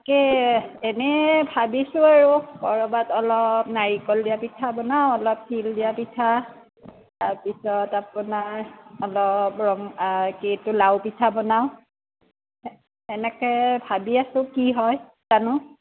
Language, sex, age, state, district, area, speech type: Assamese, female, 45-60, Assam, Darrang, rural, conversation